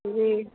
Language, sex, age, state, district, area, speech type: Urdu, female, 45-60, Uttar Pradesh, Rampur, urban, conversation